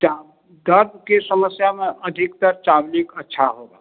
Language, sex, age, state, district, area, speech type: Hindi, male, 60+, Bihar, Madhepura, rural, conversation